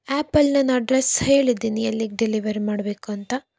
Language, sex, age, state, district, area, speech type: Kannada, female, 18-30, Karnataka, Davanagere, rural, spontaneous